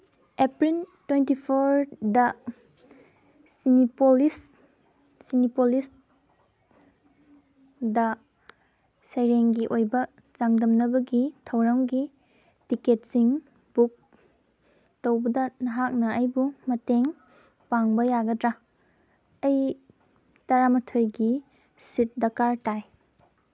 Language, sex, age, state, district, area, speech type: Manipuri, female, 18-30, Manipur, Kangpokpi, rural, read